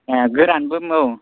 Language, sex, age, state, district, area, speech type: Bodo, male, 18-30, Assam, Kokrajhar, rural, conversation